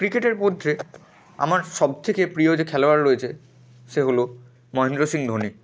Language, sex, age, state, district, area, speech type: Bengali, male, 18-30, West Bengal, Hooghly, urban, spontaneous